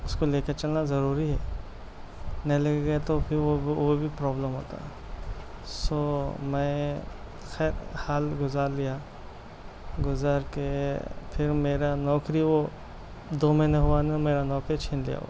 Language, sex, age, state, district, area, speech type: Urdu, male, 30-45, Telangana, Hyderabad, urban, spontaneous